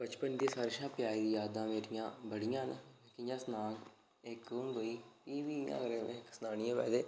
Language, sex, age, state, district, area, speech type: Dogri, male, 18-30, Jammu and Kashmir, Reasi, rural, spontaneous